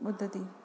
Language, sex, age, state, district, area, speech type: Sanskrit, female, 45-60, Maharashtra, Nagpur, urban, spontaneous